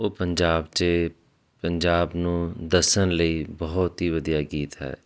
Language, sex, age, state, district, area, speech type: Punjabi, male, 30-45, Punjab, Jalandhar, urban, spontaneous